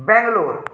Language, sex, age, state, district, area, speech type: Goan Konkani, male, 45-60, Goa, Canacona, rural, spontaneous